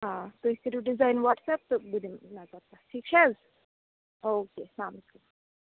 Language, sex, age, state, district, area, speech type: Kashmiri, female, 30-45, Jammu and Kashmir, Budgam, rural, conversation